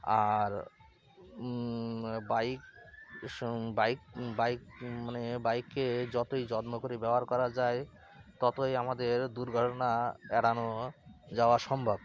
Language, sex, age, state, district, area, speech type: Bengali, male, 30-45, West Bengal, Cooch Behar, urban, spontaneous